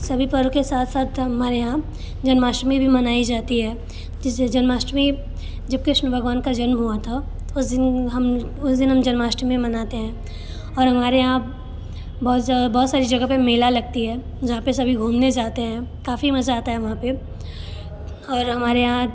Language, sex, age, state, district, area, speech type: Hindi, female, 18-30, Uttar Pradesh, Bhadohi, rural, spontaneous